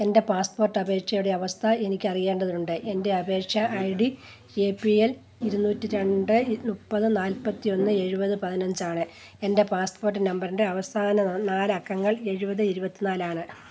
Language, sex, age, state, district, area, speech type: Malayalam, female, 60+, Kerala, Kollam, rural, read